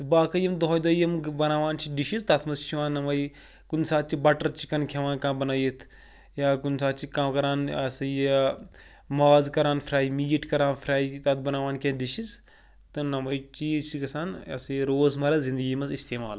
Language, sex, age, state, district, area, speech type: Kashmiri, male, 30-45, Jammu and Kashmir, Pulwama, rural, spontaneous